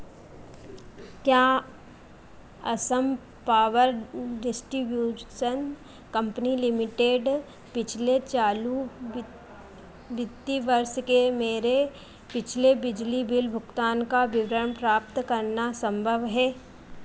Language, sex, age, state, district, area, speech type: Hindi, female, 45-60, Madhya Pradesh, Harda, urban, read